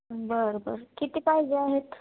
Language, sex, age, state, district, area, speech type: Marathi, female, 18-30, Maharashtra, Osmanabad, rural, conversation